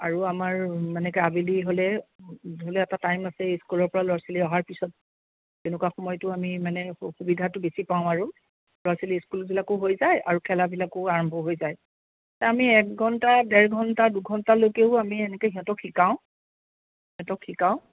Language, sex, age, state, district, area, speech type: Assamese, female, 45-60, Assam, Kamrup Metropolitan, urban, conversation